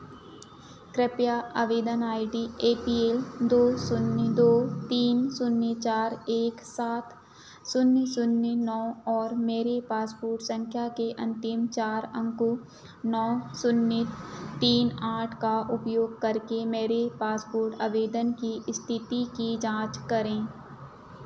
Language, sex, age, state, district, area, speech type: Hindi, female, 18-30, Madhya Pradesh, Chhindwara, urban, read